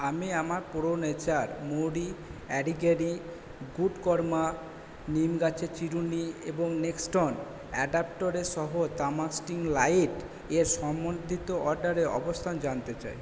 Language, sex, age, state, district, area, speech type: Bengali, male, 18-30, West Bengal, Purba Bardhaman, urban, read